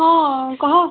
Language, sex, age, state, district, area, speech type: Odia, female, 18-30, Odisha, Ganjam, urban, conversation